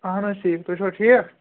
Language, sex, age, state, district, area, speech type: Kashmiri, male, 18-30, Jammu and Kashmir, Kulgam, rural, conversation